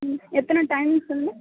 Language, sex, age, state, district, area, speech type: Tamil, female, 18-30, Tamil Nadu, Mayiladuthurai, urban, conversation